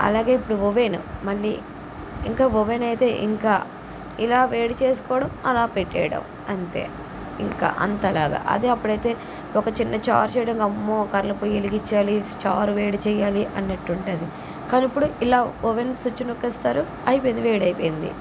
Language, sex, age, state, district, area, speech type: Telugu, female, 45-60, Andhra Pradesh, N T Rama Rao, urban, spontaneous